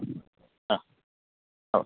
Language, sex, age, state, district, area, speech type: Malayalam, male, 45-60, Kerala, Kottayam, rural, conversation